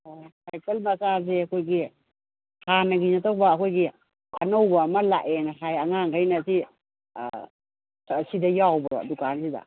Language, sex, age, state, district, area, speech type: Manipuri, female, 60+, Manipur, Imphal West, urban, conversation